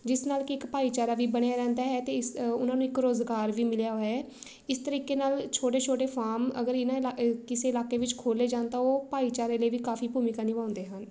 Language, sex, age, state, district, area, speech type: Punjabi, female, 18-30, Punjab, Shaheed Bhagat Singh Nagar, urban, spontaneous